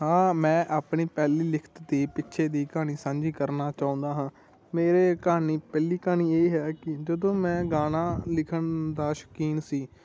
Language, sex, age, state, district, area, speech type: Punjabi, male, 18-30, Punjab, Muktsar, rural, spontaneous